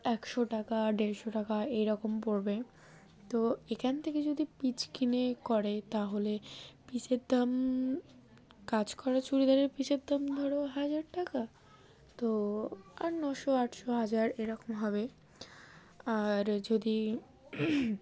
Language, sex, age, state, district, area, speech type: Bengali, female, 18-30, West Bengal, Darjeeling, urban, spontaneous